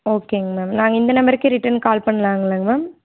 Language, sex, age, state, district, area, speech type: Tamil, female, 18-30, Tamil Nadu, Erode, rural, conversation